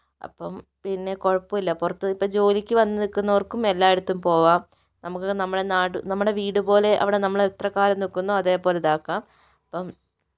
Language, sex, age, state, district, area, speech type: Malayalam, female, 30-45, Kerala, Kozhikode, urban, spontaneous